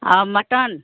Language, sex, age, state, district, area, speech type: Hindi, female, 45-60, Uttar Pradesh, Ghazipur, rural, conversation